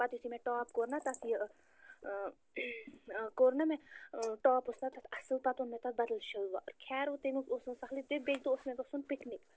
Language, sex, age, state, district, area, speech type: Kashmiri, female, 30-45, Jammu and Kashmir, Bandipora, rural, spontaneous